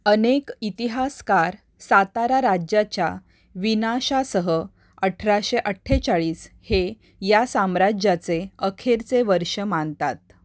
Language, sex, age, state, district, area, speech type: Marathi, female, 30-45, Maharashtra, Pune, urban, read